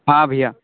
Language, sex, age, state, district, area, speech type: Hindi, male, 30-45, Uttar Pradesh, Sonbhadra, rural, conversation